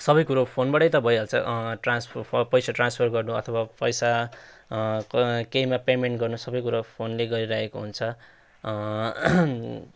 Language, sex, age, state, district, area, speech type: Nepali, male, 30-45, West Bengal, Jalpaiguri, rural, spontaneous